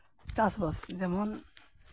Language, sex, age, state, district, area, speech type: Santali, male, 18-30, West Bengal, Malda, rural, spontaneous